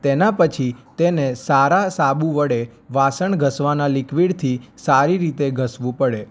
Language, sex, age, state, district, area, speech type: Gujarati, male, 18-30, Gujarat, Anand, urban, spontaneous